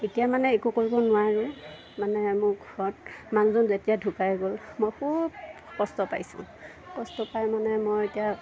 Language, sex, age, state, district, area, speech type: Assamese, female, 60+, Assam, Morigaon, rural, spontaneous